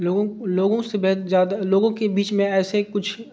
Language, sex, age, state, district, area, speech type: Urdu, male, 45-60, Bihar, Darbhanga, rural, spontaneous